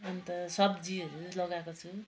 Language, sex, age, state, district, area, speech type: Nepali, female, 45-60, West Bengal, Kalimpong, rural, spontaneous